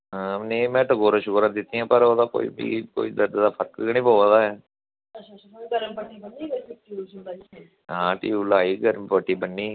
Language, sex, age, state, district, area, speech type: Dogri, male, 45-60, Jammu and Kashmir, Samba, rural, conversation